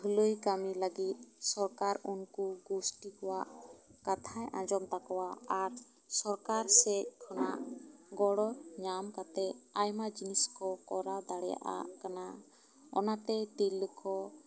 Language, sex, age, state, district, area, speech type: Santali, female, 30-45, West Bengal, Bankura, rural, spontaneous